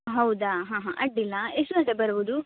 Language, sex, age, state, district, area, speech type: Kannada, female, 30-45, Karnataka, Uttara Kannada, rural, conversation